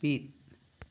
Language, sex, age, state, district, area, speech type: Santali, male, 30-45, West Bengal, Bankura, rural, read